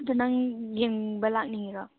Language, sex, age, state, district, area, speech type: Manipuri, female, 18-30, Manipur, Churachandpur, rural, conversation